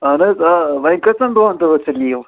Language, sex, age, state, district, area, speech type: Kashmiri, male, 30-45, Jammu and Kashmir, Srinagar, urban, conversation